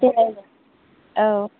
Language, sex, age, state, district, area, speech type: Bodo, female, 30-45, Assam, Chirang, rural, conversation